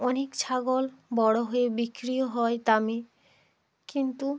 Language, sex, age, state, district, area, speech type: Bengali, female, 45-60, West Bengal, Hooghly, urban, spontaneous